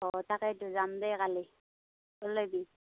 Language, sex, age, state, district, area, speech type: Assamese, female, 30-45, Assam, Darrang, rural, conversation